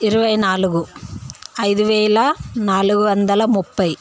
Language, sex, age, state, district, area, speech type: Telugu, female, 30-45, Andhra Pradesh, Visakhapatnam, urban, spontaneous